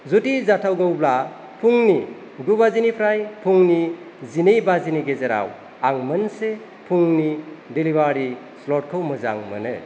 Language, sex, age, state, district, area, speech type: Bodo, male, 30-45, Assam, Kokrajhar, urban, read